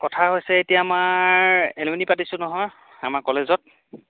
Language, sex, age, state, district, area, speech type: Assamese, male, 30-45, Assam, Dhemaji, urban, conversation